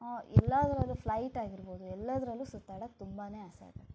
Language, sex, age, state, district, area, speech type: Kannada, female, 30-45, Karnataka, Shimoga, rural, spontaneous